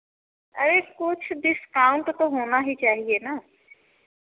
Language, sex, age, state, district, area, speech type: Hindi, female, 30-45, Uttar Pradesh, Prayagraj, urban, conversation